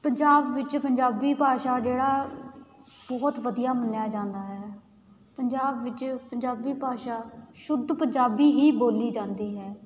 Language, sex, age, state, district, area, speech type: Punjabi, female, 18-30, Punjab, Patiala, urban, spontaneous